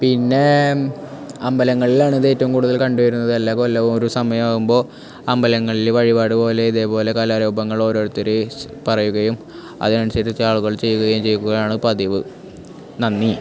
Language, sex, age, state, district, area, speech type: Malayalam, male, 18-30, Kerala, Thrissur, rural, spontaneous